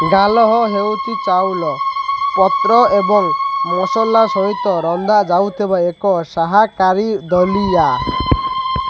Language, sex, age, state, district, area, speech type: Odia, male, 30-45, Odisha, Malkangiri, urban, read